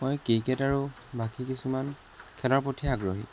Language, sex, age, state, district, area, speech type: Assamese, male, 18-30, Assam, Jorhat, urban, spontaneous